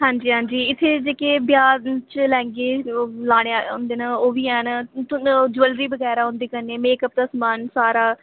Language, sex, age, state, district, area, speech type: Dogri, female, 18-30, Jammu and Kashmir, Reasi, rural, conversation